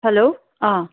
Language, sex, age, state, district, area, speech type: Manipuri, female, 30-45, Manipur, Imphal West, urban, conversation